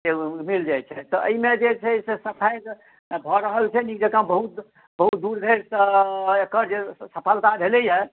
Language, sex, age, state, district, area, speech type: Maithili, male, 60+, Bihar, Madhubani, urban, conversation